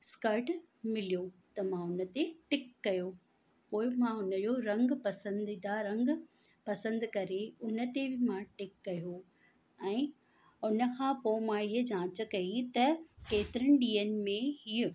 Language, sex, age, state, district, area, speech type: Sindhi, female, 45-60, Rajasthan, Ajmer, urban, spontaneous